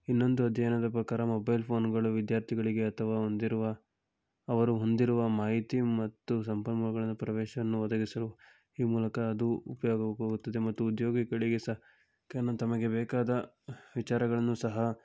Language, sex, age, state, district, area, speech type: Kannada, male, 18-30, Karnataka, Tumkur, urban, spontaneous